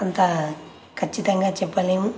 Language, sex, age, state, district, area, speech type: Telugu, male, 18-30, Telangana, Nalgonda, urban, spontaneous